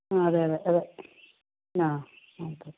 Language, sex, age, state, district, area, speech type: Malayalam, female, 45-60, Kerala, Wayanad, rural, conversation